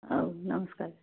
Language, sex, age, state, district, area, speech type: Odia, female, 60+, Odisha, Jharsuguda, rural, conversation